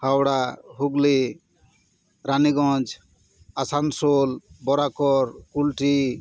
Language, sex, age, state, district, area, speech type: Santali, male, 45-60, West Bengal, Paschim Bardhaman, urban, spontaneous